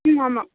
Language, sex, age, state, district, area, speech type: Tamil, female, 18-30, Tamil Nadu, Mayiladuthurai, urban, conversation